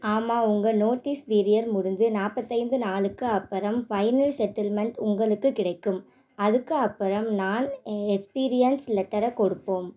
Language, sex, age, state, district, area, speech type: Tamil, female, 18-30, Tamil Nadu, Madurai, urban, read